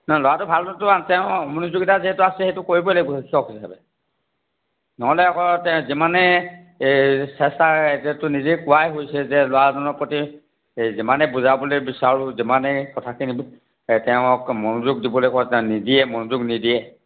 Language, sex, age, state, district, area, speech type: Assamese, male, 60+, Assam, Charaideo, urban, conversation